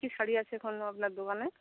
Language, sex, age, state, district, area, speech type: Bengali, female, 45-60, West Bengal, Bankura, rural, conversation